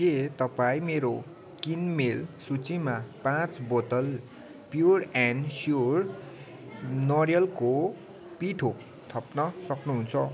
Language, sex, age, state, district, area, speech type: Nepali, male, 18-30, West Bengal, Kalimpong, rural, read